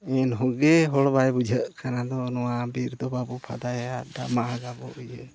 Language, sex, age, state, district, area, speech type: Santali, male, 60+, Odisha, Mayurbhanj, rural, spontaneous